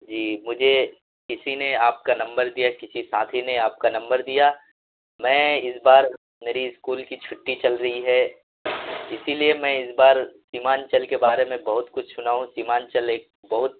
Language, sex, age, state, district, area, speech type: Urdu, male, 18-30, Bihar, Purnia, rural, conversation